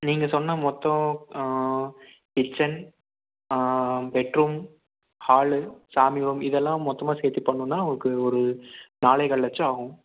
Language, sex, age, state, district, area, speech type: Tamil, male, 18-30, Tamil Nadu, Erode, rural, conversation